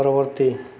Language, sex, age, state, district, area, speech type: Odia, male, 30-45, Odisha, Subarnapur, urban, read